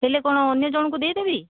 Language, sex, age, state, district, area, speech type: Odia, female, 45-60, Odisha, Sundergarh, rural, conversation